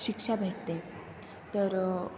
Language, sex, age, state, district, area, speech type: Marathi, female, 18-30, Maharashtra, Nashik, rural, spontaneous